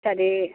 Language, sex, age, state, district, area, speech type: Tamil, female, 60+, Tamil Nadu, Thoothukudi, rural, conversation